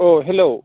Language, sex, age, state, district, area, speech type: Bodo, male, 18-30, Assam, Udalguri, urban, conversation